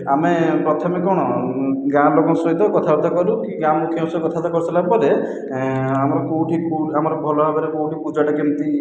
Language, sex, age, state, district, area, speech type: Odia, male, 18-30, Odisha, Khordha, rural, spontaneous